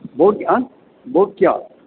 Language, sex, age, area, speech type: Sanskrit, male, 60+, urban, conversation